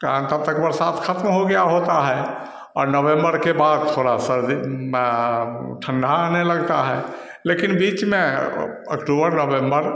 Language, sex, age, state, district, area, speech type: Hindi, male, 60+, Bihar, Samastipur, rural, spontaneous